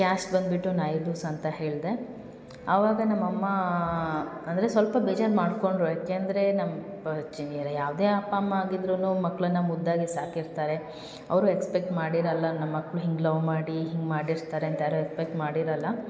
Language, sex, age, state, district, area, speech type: Kannada, female, 18-30, Karnataka, Hassan, rural, spontaneous